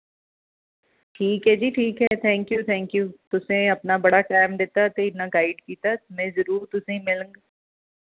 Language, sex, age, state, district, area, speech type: Dogri, female, 30-45, Jammu and Kashmir, Jammu, urban, conversation